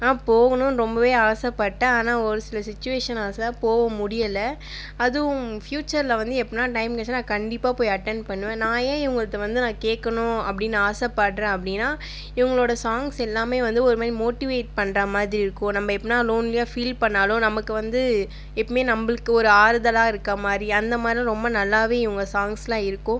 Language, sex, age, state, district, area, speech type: Tamil, female, 30-45, Tamil Nadu, Viluppuram, rural, spontaneous